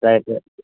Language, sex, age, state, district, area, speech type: Telugu, male, 30-45, Andhra Pradesh, Kurnool, rural, conversation